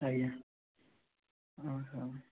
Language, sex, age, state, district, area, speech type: Odia, male, 18-30, Odisha, Balasore, rural, conversation